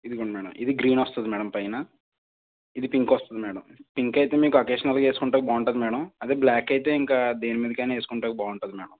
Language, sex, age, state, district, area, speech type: Telugu, male, 30-45, Andhra Pradesh, East Godavari, rural, conversation